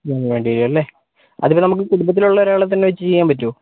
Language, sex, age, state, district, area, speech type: Malayalam, male, 30-45, Kerala, Wayanad, rural, conversation